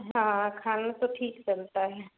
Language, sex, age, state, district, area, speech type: Hindi, female, 30-45, Madhya Pradesh, Bhopal, rural, conversation